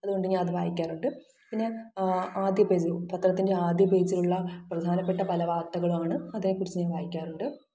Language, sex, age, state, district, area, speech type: Malayalam, female, 18-30, Kerala, Thiruvananthapuram, rural, spontaneous